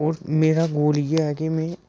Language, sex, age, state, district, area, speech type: Dogri, male, 30-45, Jammu and Kashmir, Udhampur, urban, spontaneous